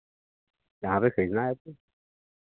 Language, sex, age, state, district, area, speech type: Hindi, male, 60+, Uttar Pradesh, Sitapur, rural, conversation